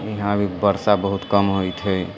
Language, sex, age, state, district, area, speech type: Maithili, male, 45-60, Bihar, Sitamarhi, rural, spontaneous